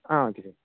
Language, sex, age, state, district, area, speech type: Tamil, male, 18-30, Tamil Nadu, Thanjavur, rural, conversation